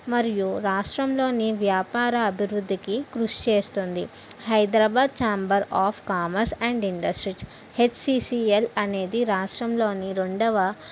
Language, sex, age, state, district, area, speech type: Telugu, female, 60+, Andhra Pradesh, N T Rama Rao, urban, spontaneous